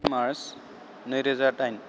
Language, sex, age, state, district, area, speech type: Bodo, male, 30-45, Assam, Chirang, rural, spontaneous